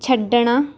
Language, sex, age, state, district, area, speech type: Punjabi, female, 18-30, Punjab, Rupnagar, rural, read